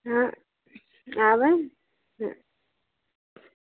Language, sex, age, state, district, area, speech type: Maithili, female, 30-45, Bihar, Begusarai, rural, conversation